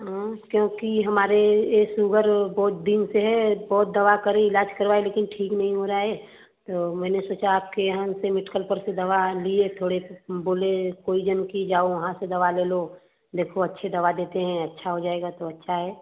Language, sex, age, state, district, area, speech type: Hindi, female, 30-45, Uttar Pradesh, Varanasi, urban, conversation